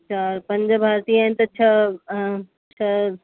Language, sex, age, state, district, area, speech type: Sindhi, female, 30-45, Uttar Pradesh, Lucknow, urban, conversation